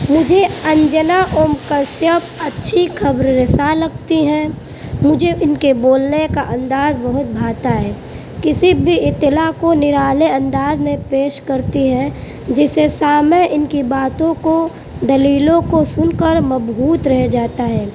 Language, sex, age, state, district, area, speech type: Urdu, female, 18-30, Uttar Pradesh, Mau, urban, spontaneous